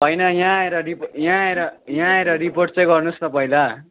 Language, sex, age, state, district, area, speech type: Nepali, male, 18-30, West Bengal, Darjeeling, rural, conversation